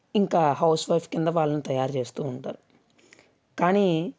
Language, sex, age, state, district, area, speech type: Telugu, male, 45-60, Andhra Pradesh, West Godavari, rural, spontaneous